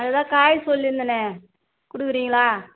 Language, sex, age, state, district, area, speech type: Tamil, female, 45-60, Tamil Nadu, Tiruvannamalai, rural, conversation